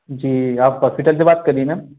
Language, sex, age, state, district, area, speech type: Hindi, male, 30-45, Madhya Pradesh, Gwalior, rural, conversation